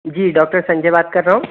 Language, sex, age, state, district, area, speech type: Hindi, male, 18-30, Madhya Pradesh, Bhopal, urban, conversation